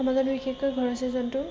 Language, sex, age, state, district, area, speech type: Assamese, female, 18-30, Assam, Dhemaji, rural, spontaneous